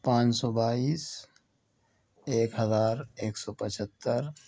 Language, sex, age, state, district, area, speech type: Urdu, male, 30-45, Uttar Pradesh, Lucknow, urban, spontaneous